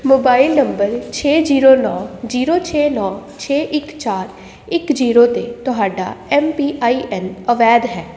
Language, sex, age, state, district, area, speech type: Punjabi, female, 18-30, Punjab, Jalandhar, urban, read